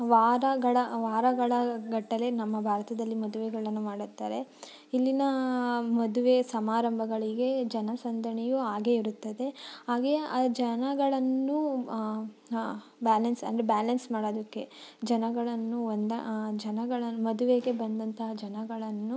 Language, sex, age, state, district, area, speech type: Kannada, female, 30-45, Karnataka, Tumkur, rural, spontaneous